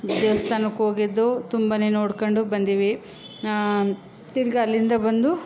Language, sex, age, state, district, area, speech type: Kannada, female, 30-45, Karnataka, Chamarajanagar, rural, spontaneous